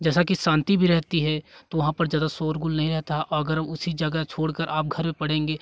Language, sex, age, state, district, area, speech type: Hindi, male, 18-30, Uttar Pradesh, Jaunpur, rural, spontaneous